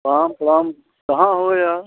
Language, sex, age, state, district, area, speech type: Hindi, male, 60+, Uttar Pradesh, Mirzapur, urban, conversation